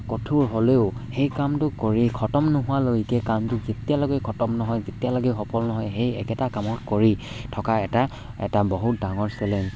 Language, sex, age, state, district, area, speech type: Assamese, male, 18-30, Assam, Charaideo, rural, spontaneous